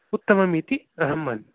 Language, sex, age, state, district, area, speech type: Sanskrit, male, 18-30, Karnataka, Bangalore Urban, urban, conversation